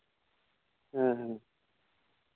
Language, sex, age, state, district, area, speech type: Santali, male, 18-30, West Bengal, Bankura, rural, conversation